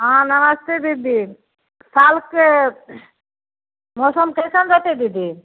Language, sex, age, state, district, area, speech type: Maithili, female, 30-45, Bihar, Samastipur, rural, conversation